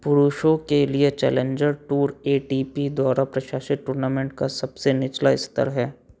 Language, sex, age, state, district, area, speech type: Hindi, male, 30-45, Madhya Pradesh, Betul, urban, read